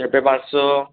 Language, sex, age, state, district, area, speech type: Bengali, male, 18-30, West Bengal, Purba Medinipur, rural, conversation